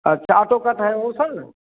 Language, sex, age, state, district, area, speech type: Hindi, male, 45-60, Uttar Pradesh, Ayodhya, rural, conversation